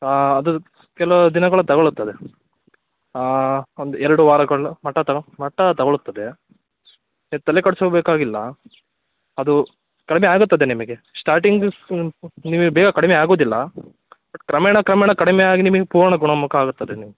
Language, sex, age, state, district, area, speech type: Kannada, male, 18-30, Karnataka, Davanagere, rural, conversation